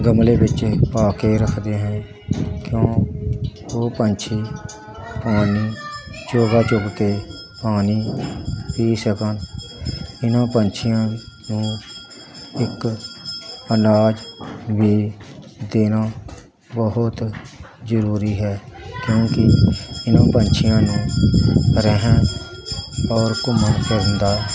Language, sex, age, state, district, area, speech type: Punjabi, male, 45-60, Punjab, Pathankot, rural, spontaneous